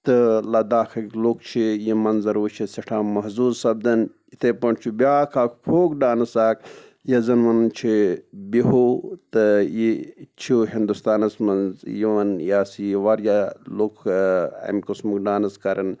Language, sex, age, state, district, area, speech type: Kashmiri, male, 45-60, Jammu and Kashmir, Anantnag, rural, spontaneous